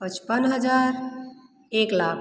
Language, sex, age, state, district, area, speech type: Hindi, female, 30-45, Uttar Pradesh, Mirzapur, rural, spontaneous